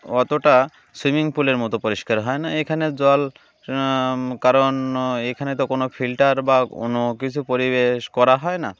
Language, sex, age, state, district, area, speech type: Bengali, male, 30-45, West Bengal, Uttar Dinajpur, urban, spontaneous